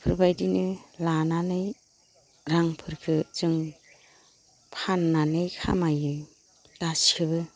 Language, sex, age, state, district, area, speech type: Bodo, female, 45-60, Assam, Baksa, rural, spontaneous